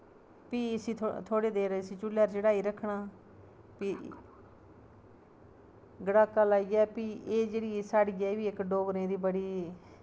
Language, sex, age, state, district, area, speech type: Dogri, female, 45-60, Jammu and Kashmir, Kathua, rural, spontaneous